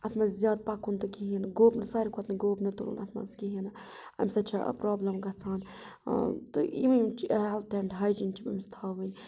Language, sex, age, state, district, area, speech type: Kashmiri, female, 30-45, Jammu and Kashmir, Budgam, rural, spontaneous